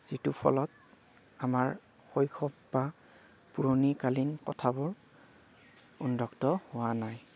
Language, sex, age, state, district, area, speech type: Assamese, male, 30-45, Assam, Darrang, rural, spontaneous